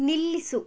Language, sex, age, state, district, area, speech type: Kannada, female, 18-30, Karnataka, Bangalore Rural, rural, read